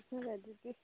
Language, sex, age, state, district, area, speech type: Manipuri, female, 30-45, Manipur, Churachandpur, rural, conversation